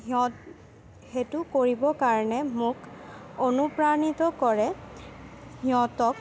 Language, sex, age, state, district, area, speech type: Assamese, female, 18-30, Assam, Kamrup Metropolitan, urban, spontaneous